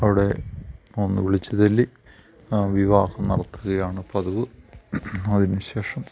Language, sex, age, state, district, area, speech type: Malayalam, male, 60+, Kerala, Thiruvananthapuram, rural, spontaneous